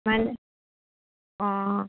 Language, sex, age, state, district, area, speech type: Bodo, female, 18-30, Assam, Baksa, rural, conversation